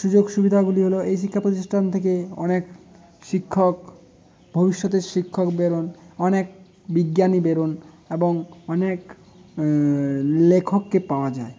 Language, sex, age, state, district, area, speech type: Bengali, male, 18-30, West Bengal, Jhargram, rural, spontaneous